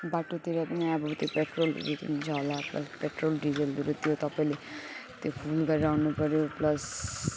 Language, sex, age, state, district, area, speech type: Nepali, female, 30-45, West Bengal, Alipurduar, urban, spontaneous